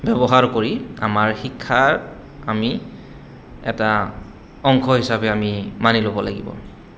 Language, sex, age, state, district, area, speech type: Assamese, male, 30-45, Assam, Goalpara, urban, spontaneous